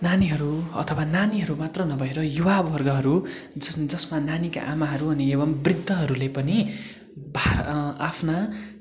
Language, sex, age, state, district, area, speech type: Nepali, male, 18-30, West Bengal, Darjeeling, rural, spontaneous